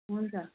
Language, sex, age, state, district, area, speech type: Nepali, female, 45-60, West Bengal, Darjeeling, rural, conversation